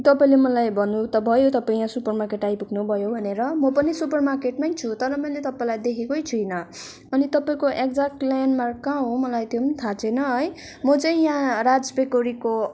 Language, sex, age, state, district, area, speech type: Nepali, female, 18-30, West Bengal, Darjeeling, rural, spontaneous